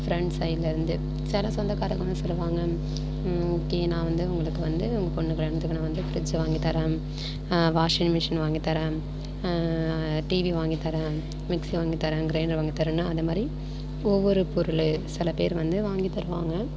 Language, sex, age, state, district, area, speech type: Tamil, female, 45-60, Tamil Nadu, Tiruvarur, rural, spontaneous